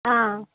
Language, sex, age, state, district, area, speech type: Tamil, female, 18-30, Tamil Nadu, Kallakurichi, rural, conversation